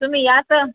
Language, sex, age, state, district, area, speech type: Marathi, female, 45-60, Maharashtra, Nanded, urban, conversation